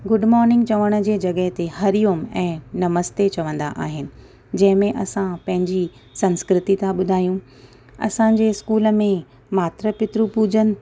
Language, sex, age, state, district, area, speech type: Sindhi, female, 30-45, Maharashtra, Thane, urban, spontaneous